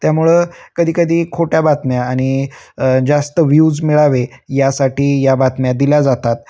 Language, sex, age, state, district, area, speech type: Marathi, male, 30-45, Maharashtra, Osmanabad, rural, spontaneous